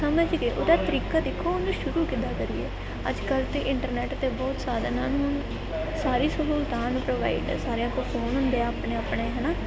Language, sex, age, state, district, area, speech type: Punjabi, female, 18-30, Punjab, Gurdaspur, urban, spontaneous